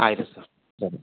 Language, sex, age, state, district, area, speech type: Kannada, male, 45-60, Karnataka, Davanagere, rural, conversation